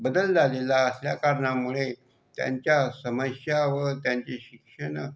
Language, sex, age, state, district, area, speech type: Marathi, male, 45-60, Maharashtra, Buldhana, rural, spontaneous